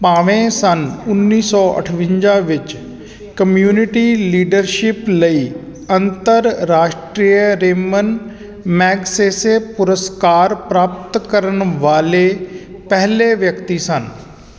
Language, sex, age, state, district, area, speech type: Punjabi, male, 30-45, Punjab, Kapurthala, urban, read